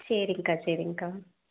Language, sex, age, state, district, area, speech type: Tamil, female, 30-45, Tamil Nadu, Madurai, urban, conversation